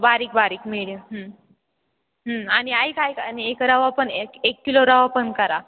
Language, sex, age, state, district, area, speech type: Marathi, female, 18-30, Maharashtra, Ahmednagar, urban, conversation